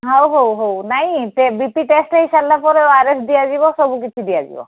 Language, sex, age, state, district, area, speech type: Odia, female, 45-60, Odisha, Angul, rural, conversation